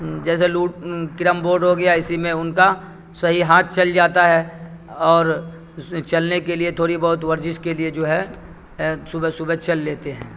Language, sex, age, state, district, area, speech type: Urdu, male, 45-60, Bihar, Supaul, rural, spontaneous